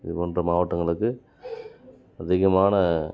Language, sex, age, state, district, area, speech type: Tamil, male, 30-45, Tamil Nadu, Dharmapuri, rural, spontaneous